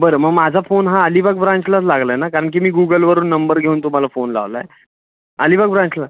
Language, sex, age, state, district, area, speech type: Marathi, male, 18-30, Maharashtra, Raigad, rural, conversation